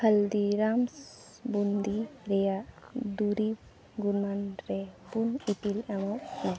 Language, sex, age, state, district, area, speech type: Santali, female, 30-45, Jharkhand, East Singhbhum, rural, read